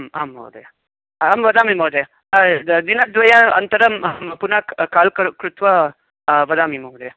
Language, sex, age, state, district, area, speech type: Sanskrit, male, 45-60, Karnataka, Bangalore Urban, urban, conversation